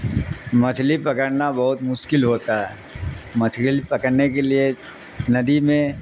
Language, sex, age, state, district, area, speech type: Urdu, male, 60+, Bihar, Darbhanga, rural, spontaneous